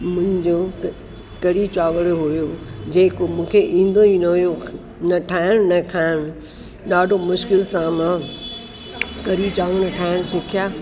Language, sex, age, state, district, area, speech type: Sindhi, female, 60+, Delhi, South Delhi, urban, spontaneous